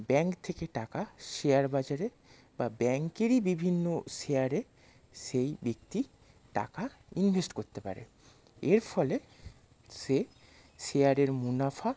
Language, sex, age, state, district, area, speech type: Bengali, male, 30-45, West Bengal, Howrah, urban, spontaneous